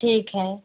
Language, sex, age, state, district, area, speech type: Hindi, female, 45-60, Uttar Pradesh, Mau, urban, conversation